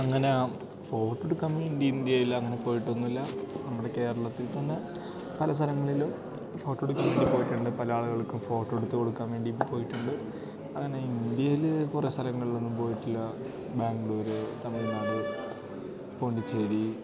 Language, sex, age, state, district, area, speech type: Malayalam, male, 18-30, Kerala, Idukki, rural, spontaneous